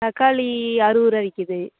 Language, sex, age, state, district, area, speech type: Tamil, female, 18-30, Tamil Nadu, Nagapattinam, rural, conversation